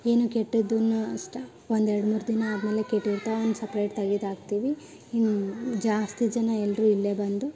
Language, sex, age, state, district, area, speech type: Kannada, female, 18-30, Karnataka, Koppal, urban, spontaneous